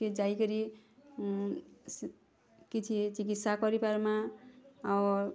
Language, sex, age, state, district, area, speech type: Odia, female, 30-45, Odisha, Bargarh, urban, spontaneous